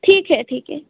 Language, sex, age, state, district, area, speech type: Hindi, female, 18-30, Madhya Pradesh, Seoni, urban, conversation